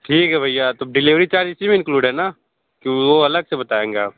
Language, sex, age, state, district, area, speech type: Hindi, male, 30-45, Uttar Pradesh, Sonbhadra, rural, conversation